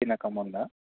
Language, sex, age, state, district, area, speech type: Telugu, male, 18-30, Telangana, Hanamkonda, urban, conversation